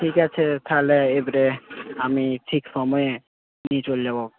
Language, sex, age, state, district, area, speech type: Bengali, male, 18-30, West Bengal, South 24 Parganas, rural, conversation